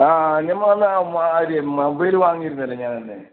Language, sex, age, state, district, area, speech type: Malayalam, male, 45-60, Kerala, Kasaragod, urban, conversation